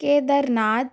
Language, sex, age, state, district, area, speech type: Telugu, female, 30-45, Andhra Pradesh, Chittoor, urban, spontaneous